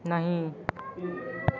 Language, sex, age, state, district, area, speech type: Hindi, male, 30-45, Bihar, Madhepura, rural, read